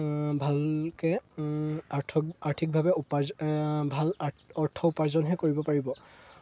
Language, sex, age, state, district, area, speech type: Assamese, male, 18-30, Assam, Golaghat, rural, spontaneous